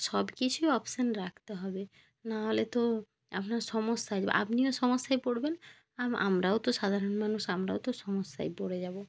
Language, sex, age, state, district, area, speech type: Bengali, female, 18-30, West Bengal, Jalpaiguri, rural, spontaneous